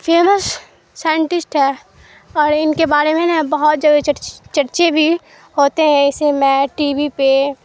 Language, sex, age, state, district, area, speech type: Urdu, female, 18-30, Bihar, Supaul, rural, spontaneous